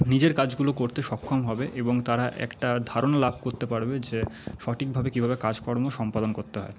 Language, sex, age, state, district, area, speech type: Bengali, male, 30-45, West Bengal, Paschim Bardhaman, urban, spontaneous